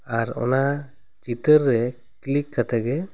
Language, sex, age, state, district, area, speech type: Santali, male, 18-30, West Bengal, Bankura, rural, spontaneous